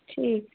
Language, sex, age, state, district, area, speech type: Dogri, female, 18-30, Jammu and Kashmir, Udhampur, rural, conversation